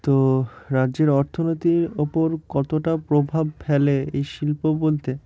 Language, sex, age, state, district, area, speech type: Bengali, male, 18-30, West Bengal, Murshidabad, urban, spontaneous